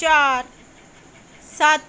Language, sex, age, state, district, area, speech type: Punjabi, female, 30-45, Punjab, Fazilka, rural, read